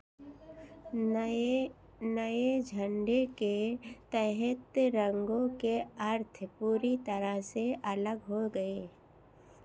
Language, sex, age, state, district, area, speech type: Hindi, female, 60+, Uttar Pradesh, Ayodhya, urban, read